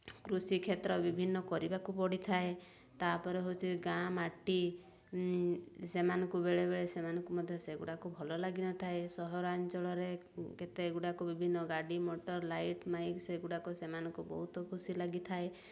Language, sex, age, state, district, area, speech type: Odia, female, 30-45, Odisha, Mayurbhanj, rural, spontaneous